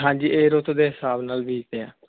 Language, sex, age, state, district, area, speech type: Punjabi, male, 18-30, Punjab, Fazilka, rural, conversation